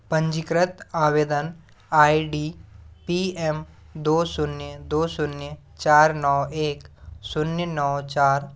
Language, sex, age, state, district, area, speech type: Hindi, male, 45-60, Madhya Pradesh, Bhopal, rural, read